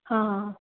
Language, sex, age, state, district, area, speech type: Hindi, female, 18-30, Madhya Pradesh, Bhopal, urban, conversation